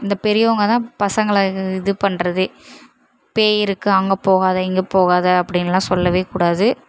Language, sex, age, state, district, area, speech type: Tamil, female, 18-30, Tamil Nadu, Mayiladuthurai, urban, spontaneous